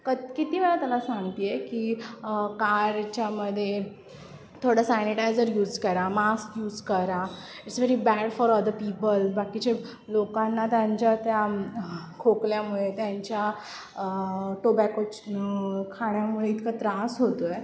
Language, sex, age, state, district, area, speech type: Marathi, female, 30-45, Maharashtra, Mumbai Suburban, urban, spontaneous